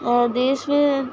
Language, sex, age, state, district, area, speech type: Urdu, female, 18-30, Uttar Pradesh, Gautam Buddha Nagar, rural, spontaneous